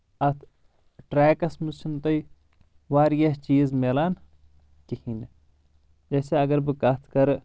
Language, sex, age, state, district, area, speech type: Kashmiri, male, 30-45, Jammu and Kashmir, Shopian, urban, spontaneous